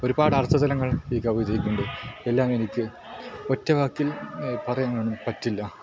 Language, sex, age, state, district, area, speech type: Malayalam, male, 18-30, Kerala, Kasaragod, rural, spontaneous